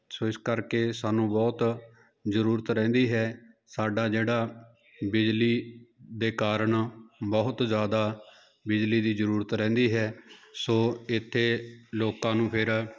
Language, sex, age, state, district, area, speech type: Punjabi, male, 30-45, Punjab, Jalandhar, urban, spontaneous